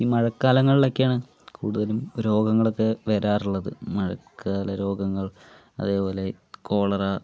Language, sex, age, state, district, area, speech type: Malayalam, male, 18-30, Kerala, Palakkad, rural, spontaneous